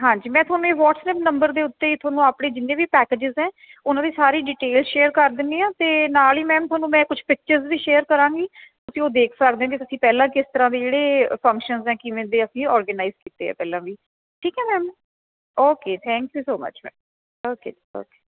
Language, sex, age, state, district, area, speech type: Punjabi, female, 30-45, Punjab, Fatehgarh Sahib, urban, conversation